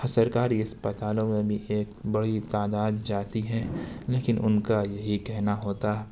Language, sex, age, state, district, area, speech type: Urdu, male, 60+, Uttar Pradesh, Lucknow, rural, spontaneous